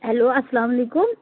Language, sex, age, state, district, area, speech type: Kashmiri, female, 18-30, Jammu and Kashmir, Kulgam, rural, conversation